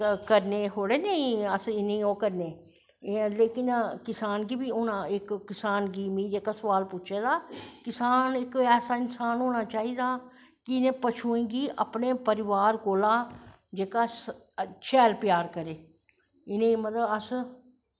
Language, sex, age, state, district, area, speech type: Dogri, male, 45-60, Jammu and Kashmir, Jammu, urban, spontaneous